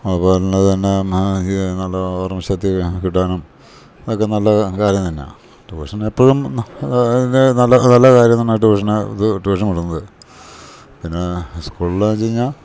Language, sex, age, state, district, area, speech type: Malayalam, male, 60+, Kerala, Idukki, rural, spontaneous